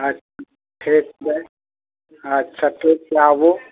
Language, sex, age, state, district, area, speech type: Maithili, male, 60+, Bihar, Araria, rural, conversation